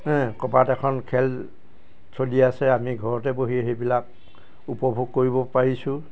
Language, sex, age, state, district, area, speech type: Assamese, male, 60+, Assam, Dibrugarh, urban, spontaneous